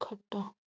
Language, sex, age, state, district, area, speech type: Odia, female, 18-30, Odisha, Bhadrak, rural, read